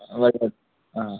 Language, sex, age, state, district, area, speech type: Malayalam, male, 18-30, Kerala, Palakkad, rural, conversation